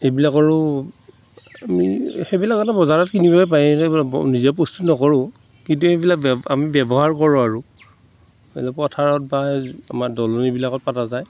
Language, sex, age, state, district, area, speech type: Assamese, male, 45-60, Assam, Darrang, rural, spontaneous